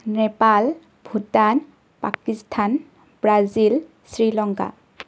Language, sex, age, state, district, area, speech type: Assamese, female, 30-45, Assam, Lakhimpur, rural, spontaneous